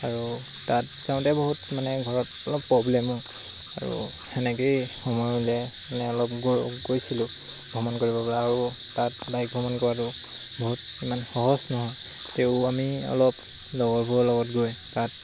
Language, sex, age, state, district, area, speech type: Assamese, male, 18-30, Assam, Lakhimpur, rural, spontaneous